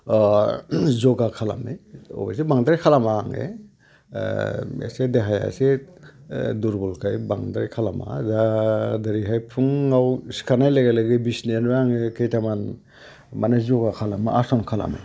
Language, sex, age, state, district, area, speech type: Bodo, male, 60+, Assam, Udalguri, urban, spontaneous